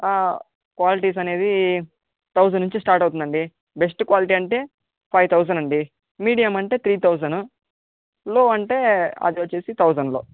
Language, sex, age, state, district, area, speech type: Telugu, male, 18-30, Andhra Pradesh, Chittoor, rural, conversation